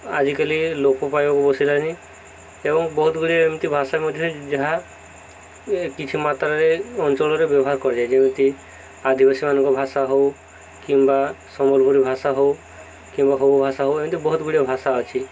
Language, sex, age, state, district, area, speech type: Odia, male, 18-30, Odisha, Subarnapur, urban, spontaneous